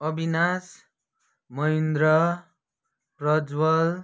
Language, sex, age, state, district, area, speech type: Nepali, male, 30-45, West Bengal, Kalimpong, rural, spontaneous